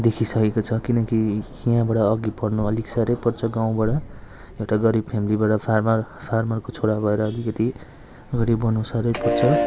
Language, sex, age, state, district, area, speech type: Nepali, male, 30-45, West Bengal, Jalpaiguri, rural, spontaneous